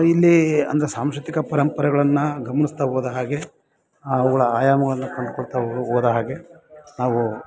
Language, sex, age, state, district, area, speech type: Kannada, male, 30-45, Karnataka, Bellary, rural, spontaneous